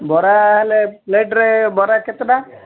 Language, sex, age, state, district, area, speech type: Odia, male, 45-60, Odisha, Gajapati, rural, conversation